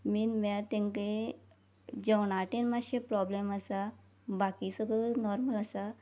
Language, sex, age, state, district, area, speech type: Goan Konkani, female, 30-45, Goa, Quepem, rural, spontaneous